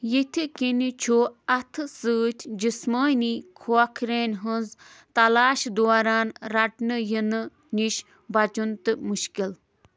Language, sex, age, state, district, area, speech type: Kashmiri, female, 18-30, Jammu and Kashmir, Kulgam, rural, read